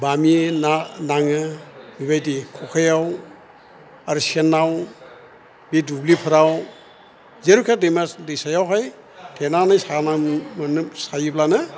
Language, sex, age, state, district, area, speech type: Bodo, male, 60+, Assam, Chirang, rural, spontaneous